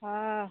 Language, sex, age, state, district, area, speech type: Hindi, female, 45-60, Bihar, Samastipur, rural, conversation